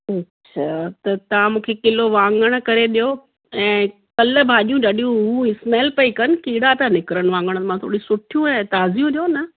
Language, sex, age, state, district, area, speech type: Sindhi, female, 45-60, Gujarat, Kutch, rural, conversation